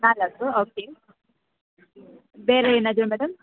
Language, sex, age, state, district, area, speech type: Kannada, female, 18-30, Karnataka, Mysore, urban, conversation